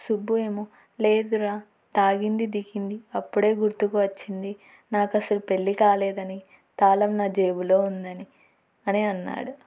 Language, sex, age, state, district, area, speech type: Telugu, female, 18-30, Andhra Pradesh, Nandyal, urban, spontaneous